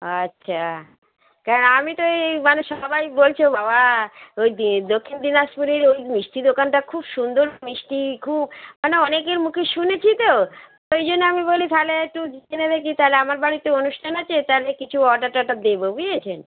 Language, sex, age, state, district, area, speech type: Bengali, female, 60+, West Bengal, Dakshin Dinajpur, rural, conversation